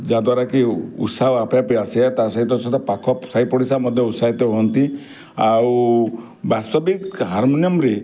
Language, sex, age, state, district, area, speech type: Odia, male, 45-60, Odisha, Bargarh, urban, spontaneous